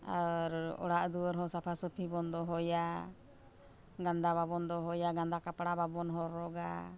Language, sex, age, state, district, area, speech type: Santali, female, 45-60, Jharkhand, Bokaro, rural, spontaneous